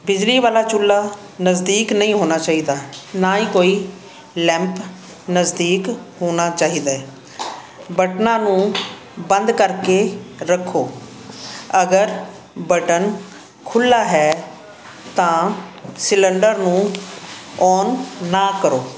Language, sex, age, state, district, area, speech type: Punjabi, female, 60+, Punjab, Fazilka, rural, spontaneous